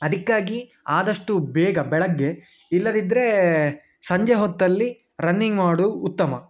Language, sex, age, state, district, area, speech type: Kannada, male, 18-30, Karnataka, Dakshina Kannada, urban, spontaneous